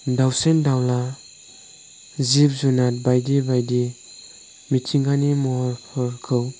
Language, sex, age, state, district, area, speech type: Bodo, male, 18-30, Assam, Chirang, rural, spontaneous